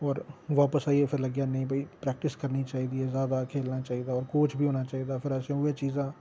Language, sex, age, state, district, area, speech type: Dogri, male, 45-60, Jammu and Kashmir, Reasi, urban, spontaneous